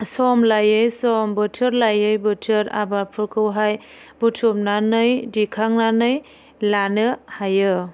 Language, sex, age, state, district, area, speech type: Bodo, female, 30-45, Assam, Chirang, rural, spontaneous